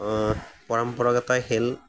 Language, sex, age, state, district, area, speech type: Assamese, male, 18-30, Assam, Morigaon, rural, spontaneous